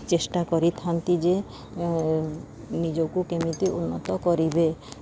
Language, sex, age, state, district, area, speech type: Odia, female, 45-60, Odisha, Sundergarh, rural, spontaneous